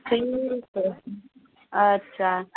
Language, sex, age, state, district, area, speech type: Maithili, female, 30-45, Bihar, Muzaffarpur, rural, conversation